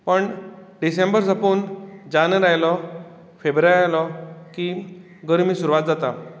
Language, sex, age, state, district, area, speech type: Goan Konkani, male, 45-60, Goa, Bardez, rural, spontaneous